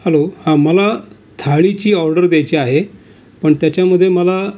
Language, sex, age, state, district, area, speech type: Marathi, male, 60+, Maharashtra, Raigad, urban, spontaneous